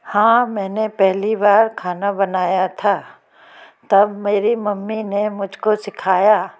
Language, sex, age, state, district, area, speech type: Hindi, female, 60+, Madhya Pradesh, Gwalior, rural, spontaneous